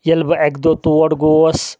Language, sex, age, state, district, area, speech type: Kashmiri, male, 30-45, Jammu and Kashmir, Kulgam, rural, spontaneous